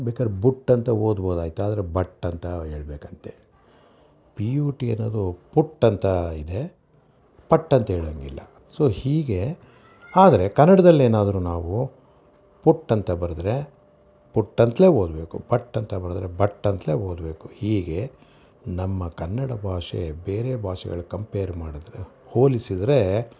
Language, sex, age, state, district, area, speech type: Kannada, male, 60+, Karnataka, Bangalore Urban, urban, spontaneous